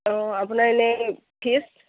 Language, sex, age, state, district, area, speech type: Assamese, female, 30-45, Assam, Biswanath, rural, conversation